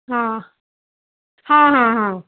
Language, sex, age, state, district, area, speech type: Punjabi, female, 45-60, Punjab, Mohali, urban, conversation